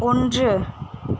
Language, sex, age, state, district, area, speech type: Tamil, female, 18-30, Tamil Nadu, Chennai, urban, read